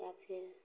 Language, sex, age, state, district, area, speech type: Hindi, female, 60+, Uttar Pradesh, Hardoi, rural, spontaneous